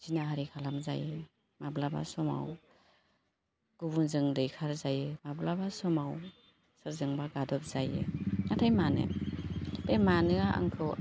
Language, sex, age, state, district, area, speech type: Bodo, female, 30-45, Assam, Baksa, rural, spontaneous